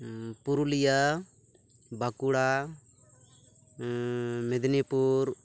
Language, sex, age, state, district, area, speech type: Santali, male, 18-30, West Bengal, Purulia, rural, spontaneous